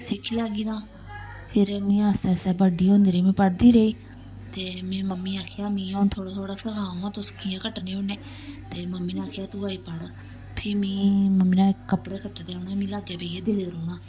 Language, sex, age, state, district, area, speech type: Dogri, female, 30-45, Jammu and Kashmir, Samba, rural, spontaneous